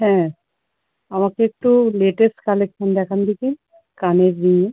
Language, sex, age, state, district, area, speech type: Bengali, female, 45-60, West Bengal, Howrah, urban, conversation